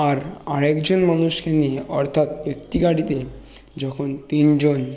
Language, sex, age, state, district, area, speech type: Bengali, male, 30-45, West Bengal, Bankura, urban, spontaneous